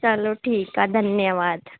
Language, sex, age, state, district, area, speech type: Sindhi, female, 18-30, Rajasthan, Ajmer, urban, conversation